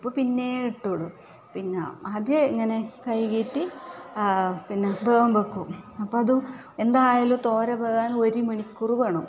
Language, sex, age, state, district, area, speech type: Malayalam, female, 45-60, Kerala, Kasaragod, urban, spontaneous